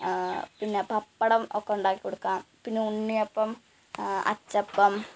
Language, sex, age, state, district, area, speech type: Malayalam, female, 18-30, Kerala, Malappuram, rural, spontaneous